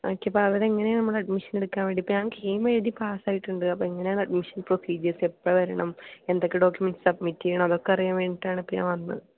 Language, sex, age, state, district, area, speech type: Malayalam, female, 18-30, Kerala, Palakkad, rural, conversation